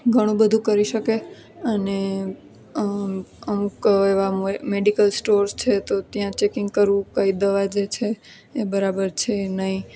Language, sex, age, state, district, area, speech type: Gujarati, female, 18-30, Gujarat, Junagadh, urban, spontaneous